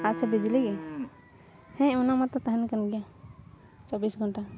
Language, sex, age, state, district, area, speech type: Santali, female, 30-45, Jharkhand, Bokaro, rural, spontaneous